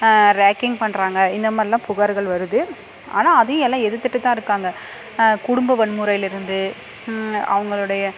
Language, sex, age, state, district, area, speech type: Tamil, female, 45-60, Tamil Nadu, Dharmapuri, rural, spontaneous